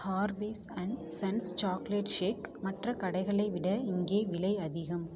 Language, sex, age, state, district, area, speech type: Tamil, female, 30-45, Tamil Nadu, Ariyalur, rural, read